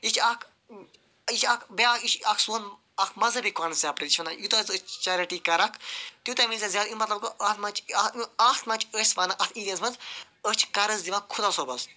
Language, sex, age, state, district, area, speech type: Kashmiri, male, 45-60, Jammu and Kashmir, Ganderbal, urban, spontaneous